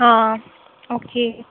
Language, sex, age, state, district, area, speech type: Goan Konkani, female, 18-30, Goa, Tiswadi, rural, conversation